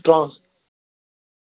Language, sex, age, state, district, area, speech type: Gujarati, male, 30-45, Gujarat, Surat, urban, conversation